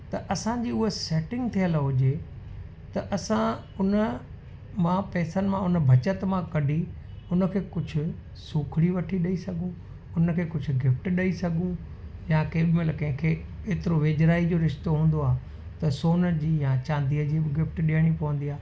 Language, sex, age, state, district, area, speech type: Sindhi, male, 45-60, Gujarat, Kutch, urban, spontaneous